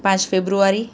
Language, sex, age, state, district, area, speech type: Gujarati, female, 30-45, Gujarat, Surat, urban, spontaneous